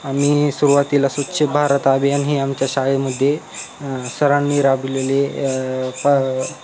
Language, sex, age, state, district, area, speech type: Marathi, male, 18-30, Maharashtra, Beed, rural, spontaneous